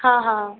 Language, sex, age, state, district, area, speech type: Hindi, female, 45-60, Uttar Pradesh, Sitapur, rural, conversation